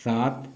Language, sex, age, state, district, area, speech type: Hindi, male, 60+, Uttar Pradesh, Mau, rural, read